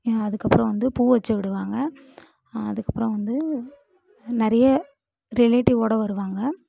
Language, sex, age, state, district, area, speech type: Tamil, female, 18-30, Tamil Nadu, Namakkal, rural, spontaneous